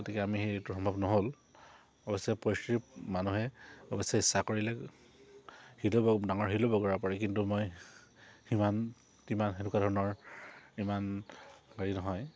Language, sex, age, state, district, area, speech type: Assamese, male, 45-60, Assam, Dibrugarh, urban, spontaneous